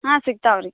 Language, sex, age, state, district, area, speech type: Kannada, female, 18-30, Karnataka, Bagalkot, rural, conversation